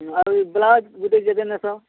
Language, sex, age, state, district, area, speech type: Odia, male, 45-60, Odisha, Bargarh, urban, conversation